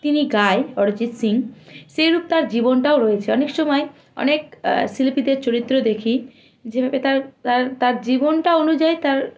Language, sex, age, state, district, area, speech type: Bengali, female, 18-30, West Bengal, Malda, rural, spontaneous